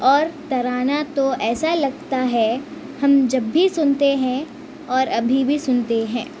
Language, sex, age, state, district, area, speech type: Urdu, female, 18-30, Telangana, Hyderabad, urban, spontaneous